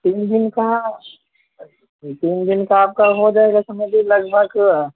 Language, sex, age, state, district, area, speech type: Urdu, male, 18-30, Bihar, Purnia, rural, conversation